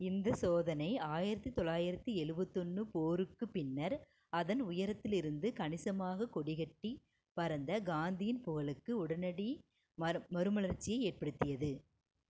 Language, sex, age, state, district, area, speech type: Tamil, female, 45-60, Tamil Nadu, Erode, rural, read